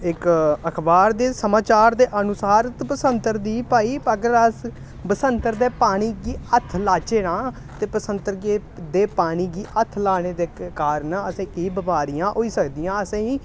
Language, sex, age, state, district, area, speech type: Dogri, male, 18-30, Jammu and Kashmir, Samba, urban, spontaneous